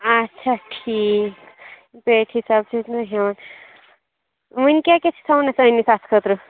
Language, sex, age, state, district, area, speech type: Kashmiri, female, 18-30, Jammu and Kashmir, Shopian, rural, conversation